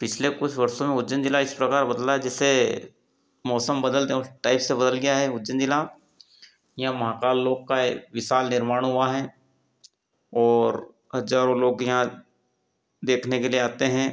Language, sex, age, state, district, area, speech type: Hindi, male, 45-60, Madhya Pradesh, Ujjain, urban, spontaneous